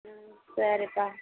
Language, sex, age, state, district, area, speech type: Tamil, female, 30-45, Tamil Nadu, Tirupattur, rural, conversation